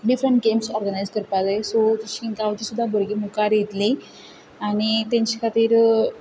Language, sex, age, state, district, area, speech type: Goan Konkani, female, 18-30, Goa, Quepem, rural, spontaneous